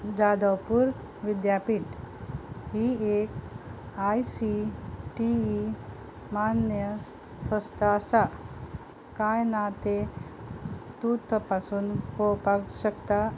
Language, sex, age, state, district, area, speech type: Goan Konkani, female, 45-60, Goa, Ponda, rural, read